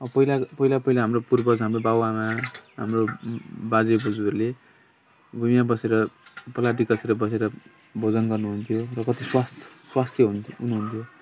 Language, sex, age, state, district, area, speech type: Nepali, male, 45-60, West Bengal, Jalpaiguri, urban, spontaneous